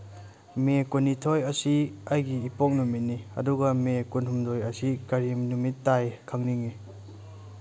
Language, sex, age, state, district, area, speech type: Manipuri, male, 18-30, Manipur, Kangpokpi, urban, read